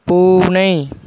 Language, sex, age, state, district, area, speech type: Tamil, male, 30-45, Tamil Nadu, Mayiladuthurai, rural, read